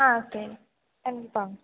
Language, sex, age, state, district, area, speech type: Tamil, female, 18-30, Tamil Nadu, Mayiladuthurai, rural, conversation